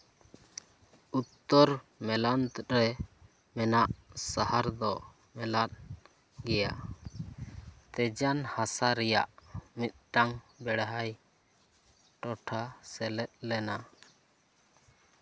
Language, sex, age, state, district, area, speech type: Santali, male, 18-30, West Bengal, Bankura, rural, read